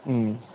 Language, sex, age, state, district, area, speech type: Telugu, male, 18-30, Telangana, Ranga Reddy, urban, conversation